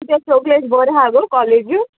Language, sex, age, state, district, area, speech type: Goan Konkani, female, 18-30, Goa, Salcete, rural, conversation